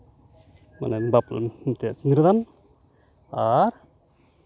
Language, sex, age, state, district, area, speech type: Santali, male, 45-60, West Bengal, Uttar Dinajpur, rural, spontaneous